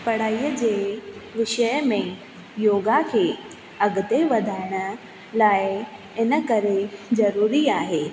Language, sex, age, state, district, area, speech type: Sindhi, female, 18-30, Rajasthan, Ajmer, urban, spontaneous